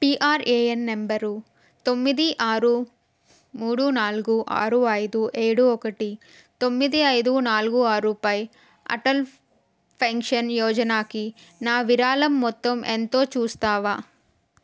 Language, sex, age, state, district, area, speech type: Telugu, female, 30-45, Andhra Pradesh, N T Rama Rao, urban, read